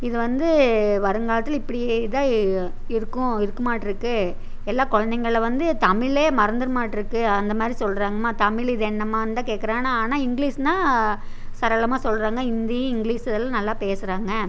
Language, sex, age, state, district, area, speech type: Tamil, female, 30-45, Tamil Nadu, Coimbatore, rural, spontaneous